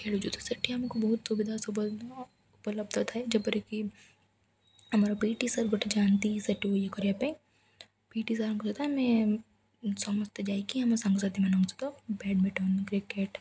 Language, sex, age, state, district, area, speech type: Odia, female, 18-30, Odisha, Ganjam, urban, spontaneous